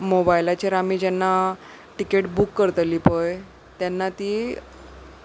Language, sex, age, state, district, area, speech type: Goan Konkani, female, 30-45, Goa, Salcete, rural, spontaneous